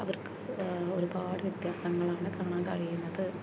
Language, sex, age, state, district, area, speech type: Malayalam, female, 18-30, Kerala, Palakkad, rural, spontaneous